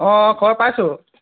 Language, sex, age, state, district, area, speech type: Assamese, male, 18-30, Assam, Golaghat, urban, conversation